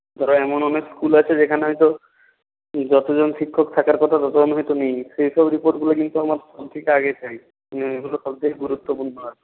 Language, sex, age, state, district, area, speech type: Bengali, male, 18-30, West Bengal, North 24 Parganas, rural, conversation